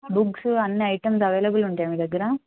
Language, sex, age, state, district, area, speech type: Telugu, female, 18-30, Telangana, Ranga Reddy, urban, conversation